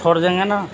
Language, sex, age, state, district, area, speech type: Urdu, male, 30-45, Uttar Pradesh, Gautam Buddha Nagar, urban, spontaneous